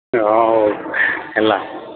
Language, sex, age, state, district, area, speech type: Odia, male, 60+, Odisha, Sundergarh, urban, conversation